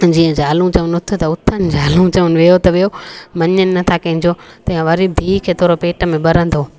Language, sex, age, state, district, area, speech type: Sindhi, female, 30-45, Gujarat, Junagadh, rural, spontaneous